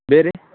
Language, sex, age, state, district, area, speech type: Kannada, male, 18-30, Karnataka, Udupi, rural, conversation